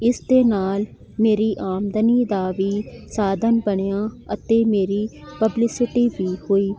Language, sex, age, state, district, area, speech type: Punjabi, female, 45-60, Punjab, Jalandhar, urban, spontaneous